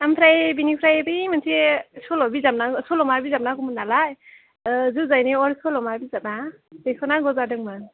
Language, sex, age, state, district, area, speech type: Bodo, female, 30-45, Assam, Chirang, urban, conversation